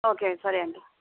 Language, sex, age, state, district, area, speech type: Telugu, female, 30-45, Andhra Pradesh, Sri Balaji, rural, conversation